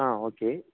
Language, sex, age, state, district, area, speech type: Tamil, male, 18-30, Tamil Nadu, Thanjavur, rural, conversation